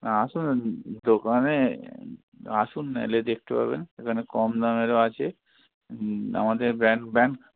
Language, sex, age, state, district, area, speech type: Bengali, male, 45-60, West Bengal, Hooghly, rural, conversation